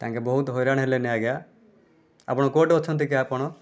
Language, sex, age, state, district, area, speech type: Odia, male, 18-30, Odisha, Rayagada, urban, spontaneous